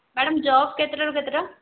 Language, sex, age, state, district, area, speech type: Odia, female, 18-30, Odisha, Jajpur, rural, conversation